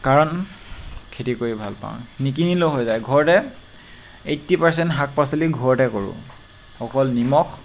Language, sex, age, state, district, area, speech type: Assamese, male, 18-30, Assam, Tinsukia, urban, spontaneous